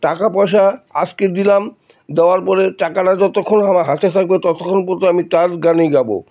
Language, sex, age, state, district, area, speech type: Bengali, male, 60+, West Bengal, Alipurduar, rural, spontaneous